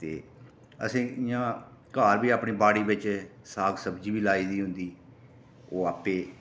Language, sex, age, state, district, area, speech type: Dogri, male, 30-45, Jammu and Kashmir, Reasi, rural, spontaneous